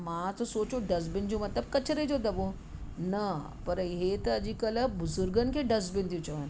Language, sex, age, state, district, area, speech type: Sindhi, female, 45-60, Maharashtra, Mumbai Suburban, urban, spontaneous